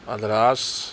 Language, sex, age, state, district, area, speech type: Urdu, male, 45-60, Bihar, Darbhanga, rural, spontaneous